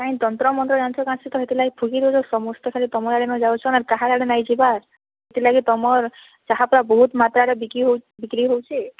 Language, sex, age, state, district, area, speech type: Odia, female, 45-60, Odisha, Boudh, rural, conversation